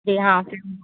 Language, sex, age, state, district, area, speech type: Hindi, female, 60+, Uttar Pradesh, Sitapur, rural, conversation